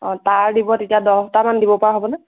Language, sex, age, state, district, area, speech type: Assamese, female, 18-30, Assam, Lakhimpur, rural, conversation